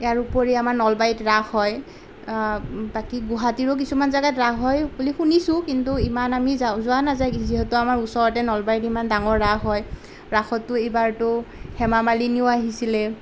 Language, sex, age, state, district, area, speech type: Assamese, female, 18-30, Assam, Nalbari, rural, spontaneous